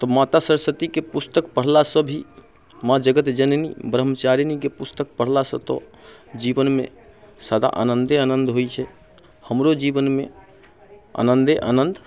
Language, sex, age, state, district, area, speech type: Maithili, male, 30-45, Bihar, Muzaffarpur, rural, spontaneous